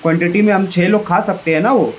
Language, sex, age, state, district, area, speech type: Urdu, male, 18-30, Maharashtra, Nashik, urban, spontaneous